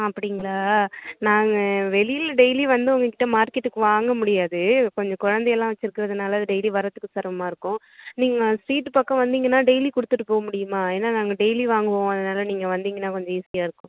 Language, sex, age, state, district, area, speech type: Tamil, female, 18-30, Tamil Nadu, Nagapattinam, rural, conversation